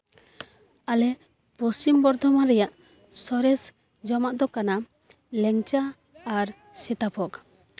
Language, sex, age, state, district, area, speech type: Santali, female, 18-30, West Bengal, Paschim Bardhaman, rural, spontaneous